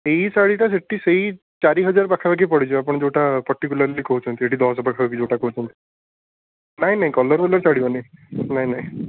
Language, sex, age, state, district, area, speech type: Odia, male, 18-30, Odisha, Puri, urban, conversation